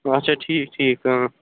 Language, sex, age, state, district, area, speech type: Kashmiri, male, 45-60, Jammu and Kashmir, Srinagar, urban, conversation